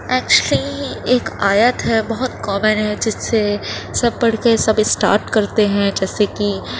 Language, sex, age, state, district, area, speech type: Urdu, female, 30-45, Uttar Pradesh, Gautam Buddha Nagar, urban, spontaneous